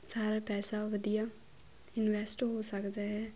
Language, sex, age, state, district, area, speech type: Punjabi, female, 18-30, Punjab, Muktsar, rural, spontaneous